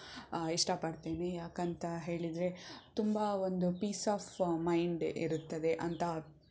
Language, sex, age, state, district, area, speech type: Kannada, female, 18-30, Karnataka, Shimoga, rural, spontaneous